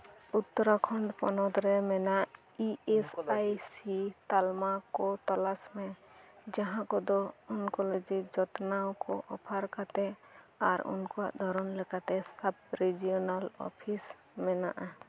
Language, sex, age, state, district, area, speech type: Santali, female, 18-30, West Bengal, Birbhum, rural, read